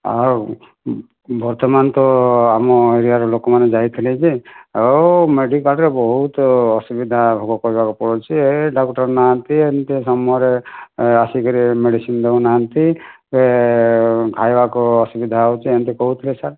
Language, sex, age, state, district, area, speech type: Odia, male, 30-45, Odisha, Kandhamal, rural, conversation